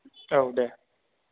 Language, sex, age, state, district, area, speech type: Bodo, male, 18-30, Assam, Chirang, rural, conversation